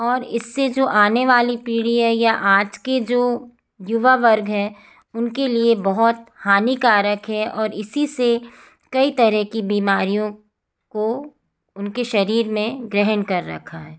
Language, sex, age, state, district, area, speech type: Hindi, female, 45-60, Madhya Pradesh, Jabalpur, urban, spontaneous